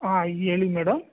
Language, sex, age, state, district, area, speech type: Kannada, male, 60+, Karnataka, Kolar, rural, conversation